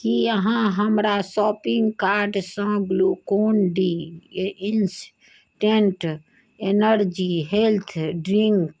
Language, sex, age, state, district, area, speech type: Maithili, female, 60+, Bihar, Sitamarhi, rural, read